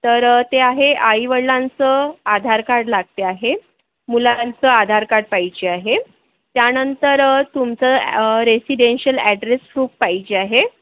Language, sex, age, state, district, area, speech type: Marathi, female, 18-30, Maharashtra, Akola, urban, conversation